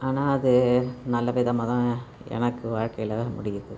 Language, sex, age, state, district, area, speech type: Tamil, female, 60+, Tamil Nadu, Cuddalore, rural, spontaneous